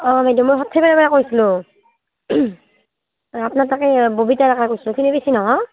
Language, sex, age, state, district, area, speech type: Assamese, female, 30-45, Assam, Barpeta, rural, conversation